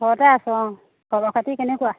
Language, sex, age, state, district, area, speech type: Assamese, female, 30-45, Assam, Golaghat, rural, conversation